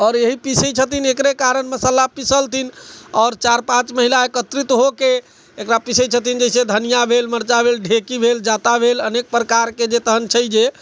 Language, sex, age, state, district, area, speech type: Maithili, male, 60+, Bihar, Sitamarhi, rural, spontaneous